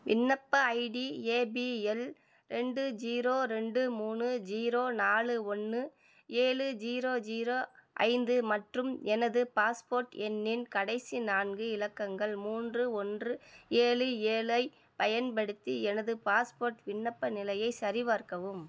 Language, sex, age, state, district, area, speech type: Tamil, female, 45-60, Tamil Nadu, Madurai, urban, read